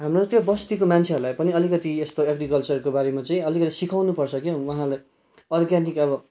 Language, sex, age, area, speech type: Nepali, male, 18-30, rural, spontaneous